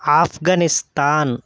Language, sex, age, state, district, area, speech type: Telugu, male, 18-30, Andhra Pradesh, Eluru, rural, spontaneous